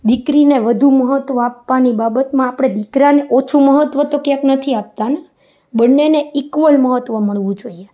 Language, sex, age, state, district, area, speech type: Gujarati, female, 30-45, Gujarat, Rajkot, urban, spontaneous